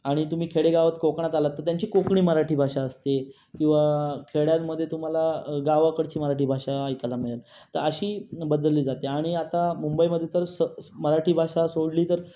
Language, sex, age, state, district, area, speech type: Marathi, male, 18-30, Maharashtra, Raigad, rural, spontaneous